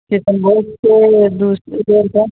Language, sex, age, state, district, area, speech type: Maithili, male, 18-30, Bihar, Muzaffarpur, rural, conversation